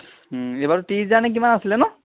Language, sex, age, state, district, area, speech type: Assamese, male, 30-45, Assam, Charaideo, rural, conversation